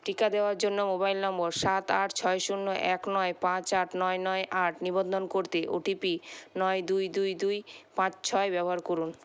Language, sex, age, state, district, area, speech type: Bengali, female, 30-45, West Bengal, Paschim Bardhaman, urban, read